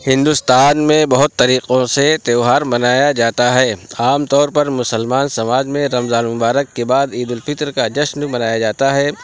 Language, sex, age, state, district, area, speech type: Urdu, male, 45-60, Uttar Pradesh, Lucknow, rural, spontaneous